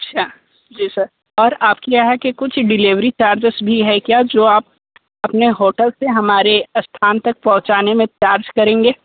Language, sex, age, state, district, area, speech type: Hindi, male, 18-30, Uttar Pradesh, Sonbhadra, rural, conversation